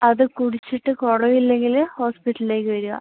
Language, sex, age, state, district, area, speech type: Malayalam, female, 18-30, Kerala, Wayanad, rural, conversation